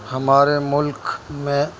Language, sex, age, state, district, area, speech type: Urdu, male, 18-30, Delhi, Central Delhi, rural, spontaneous